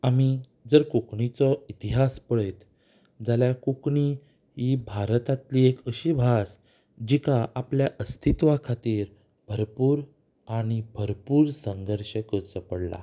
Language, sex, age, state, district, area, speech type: Goan Konkani, male, 18-30, Goa, Ponda, rural, spontaneous